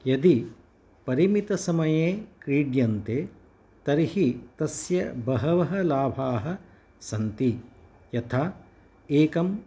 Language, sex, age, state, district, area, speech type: Sanskrit, male, 60+, Karnataka, Udupi, urban, spontaneous